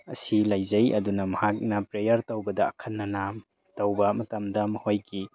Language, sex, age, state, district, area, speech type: Manipuri, male, 30-45, Manipur, Tengnoupal, urban, spontaneous